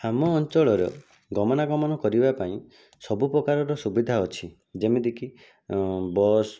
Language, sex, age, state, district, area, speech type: Odia, male, 18-30, Odisha, Jajpur, rural, spontaneous